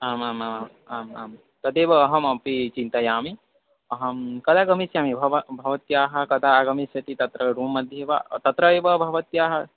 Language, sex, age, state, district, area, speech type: Sanskrit, male, 18-30, Odisha, Balangir, rural, conversation